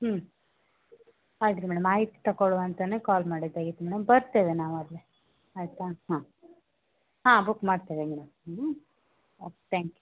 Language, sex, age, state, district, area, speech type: Kannada, female, 45-60, Karnataka, Uttara Kannada, rural, conversation